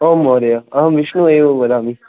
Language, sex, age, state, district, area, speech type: Sanskrit, male, 18-30, Rajasthan, Jodhpur, rural, conversation